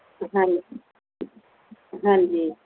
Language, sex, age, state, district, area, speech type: Punjabi, female, 45-60, Punjab, Mansa, urban, conversation